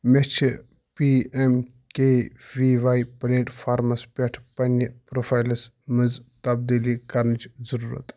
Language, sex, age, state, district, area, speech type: Kashmiri, male, 18-30, Jammu and Kashmir, Ganderbal, rural, read